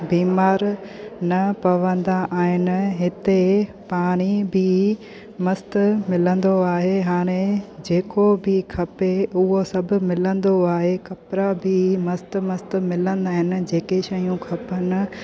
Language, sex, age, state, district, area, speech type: Sindhi, female, 30-45, Gujarat, Junagadh, rural, spontaneous